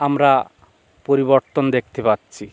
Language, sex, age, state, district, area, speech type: Bengali, male, 60+, West Bengal, Bankura, urban, spontaneous